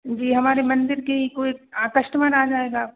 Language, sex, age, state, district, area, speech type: Hindi, female, 30-45, Madhya Pradesh, Hoshangabad, urban, conversation